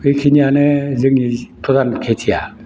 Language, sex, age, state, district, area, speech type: Bodo, male, 60+, Assam, Udalguri, rural, spontaneous